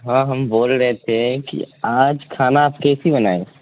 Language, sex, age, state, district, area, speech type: Urdu, male, 18-30, Bihar, Supaul, rural, conversation